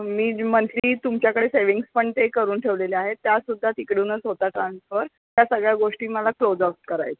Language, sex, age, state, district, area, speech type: Marathi, female, 30-45, Maharashtra, Kolhapur, urban, conversation